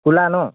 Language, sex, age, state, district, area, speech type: Assamese, male, 45-60, Assam, Golaghat, urban, conversation